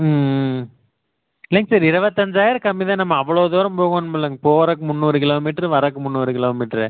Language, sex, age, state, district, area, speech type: Tamil, male, 30-45, Tamil Nadu, Tiruppur, rural, conversation